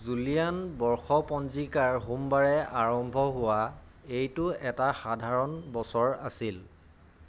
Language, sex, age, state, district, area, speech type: Assamese, male, 30-45, Assam, Golaghat, urban, read